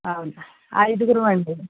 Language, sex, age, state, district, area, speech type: Telugu, female, 60+, Andhra Pradesh, Konaseema, rural, conversation